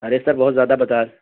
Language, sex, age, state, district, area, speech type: Urdu, male, 18-30, Delhi, East Delhi, urban, conversation